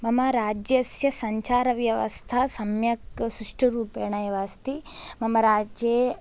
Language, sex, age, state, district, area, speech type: Sanskrit, female, 18-30, Andhra Pradesh, Visakhapatnam, urban, spontaneous